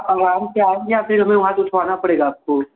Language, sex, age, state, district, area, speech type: Hindi, male, 18-30, Uttar Pradesh, Mirzapur, rural, conversation